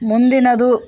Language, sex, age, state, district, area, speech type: Kannada, female, 60+, Karnataka, Bidar, urban, read